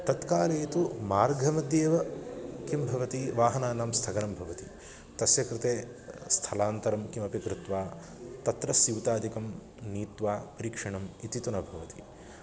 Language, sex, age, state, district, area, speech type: Sanskrit, male, 30-45, Karnataka, Bangalore Urban, urban, spontaneous